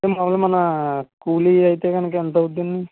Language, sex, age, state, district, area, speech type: Telugu, male, 18-30, Andhra Pradesh, N T Rama Rao, urban, conversation